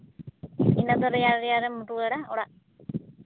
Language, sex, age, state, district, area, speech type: Santali, female, 30-45, Jharkhand, Seraikela Kharsawan, rural, conversation